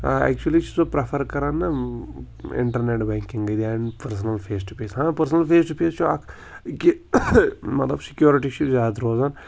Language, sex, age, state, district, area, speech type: Kashmiri, male, 18-30, Jammu and Kashmir, Pulwama, rural, spontaneous